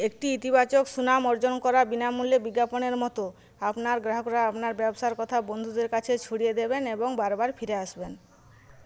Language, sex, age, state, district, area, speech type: Bengali, female, 30-45, West Bengal, Paschim Medinipur, rural, read